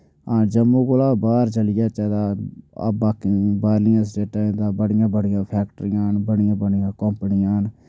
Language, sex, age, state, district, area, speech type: Dogri, male, 30-45, Jammu and Kashmir, Udhampur, urban, spontaneous